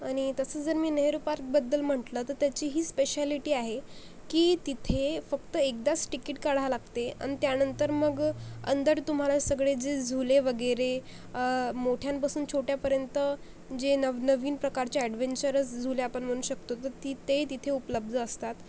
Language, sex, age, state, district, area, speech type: Marathi, female, 45-60, Maharashtra, Akola, rural, spontaneous